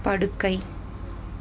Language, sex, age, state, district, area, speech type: Tamil, female, 18-30, Tamil Nadu, Nilgiris, rural, read